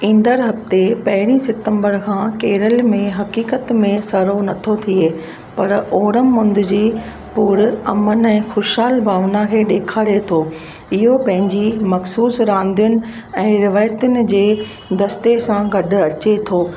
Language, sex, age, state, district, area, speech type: Sindhi, female, 45-60, Gujarat, Kutch, rural, read